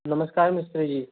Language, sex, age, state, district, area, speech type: Hindi, male, 30-45, Rajasthan, Jaipur, urban, conversation